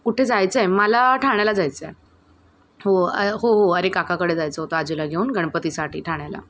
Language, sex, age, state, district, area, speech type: Marathi, female, 18-30, Maharashtra, Mumbai Suburban, urban, spontaneous